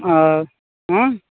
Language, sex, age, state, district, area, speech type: Maithili, male, 30-45, Bihar, Supaul, rural, conversation